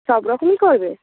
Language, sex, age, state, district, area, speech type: Bengali, female, 18-30, West Bengal, Uttar Dinajpur, urban, conversation